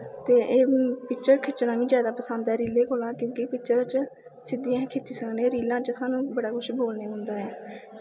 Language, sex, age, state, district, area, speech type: Dogri, female, 18-30, Jammu and Kashmir, Kathua, rural, spontaneous